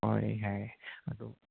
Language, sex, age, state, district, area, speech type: Manipuri, male, 18-30, Manipur, Kangpokpi, urban, conversation